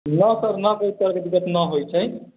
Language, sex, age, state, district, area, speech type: Maithili, male, 18-30, Bihar, Muzaffarpur, rural, conversation